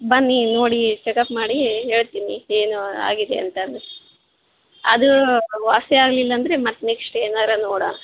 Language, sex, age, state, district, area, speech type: Kannada, female, 18-30, Karnataka, Koppal, rural, conversation